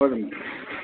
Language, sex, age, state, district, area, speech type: Sanskrit, male, 30-45, Telangana, Nizamabad, urban, conversation